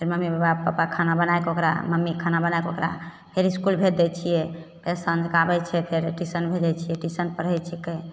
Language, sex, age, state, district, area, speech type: Maithili, female, 30-45, Bihar, Begusarai, rural, spontaneous